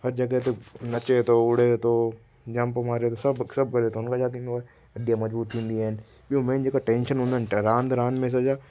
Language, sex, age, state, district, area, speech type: Sindhi, male, 18-30, Gujarat, Kutch, urban, spontaneous